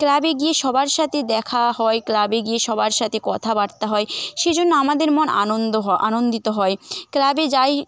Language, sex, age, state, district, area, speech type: Bengali, female, 18-30, West Bengal, Paschim Medinipur, rural, spontaneous